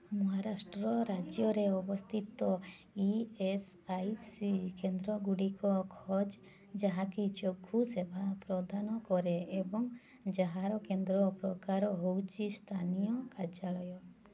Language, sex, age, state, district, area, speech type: Odia, female, 18-30, Odisha, Mayurbhanj, rural, read